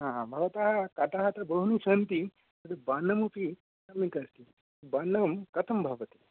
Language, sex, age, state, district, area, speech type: Sanskrit, male, 30-45, West Bengal, Murshidabad, rural, conversation